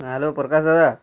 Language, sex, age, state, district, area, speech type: Odia, male, 30-45, Odisha, Bargarh, rural, spontaneous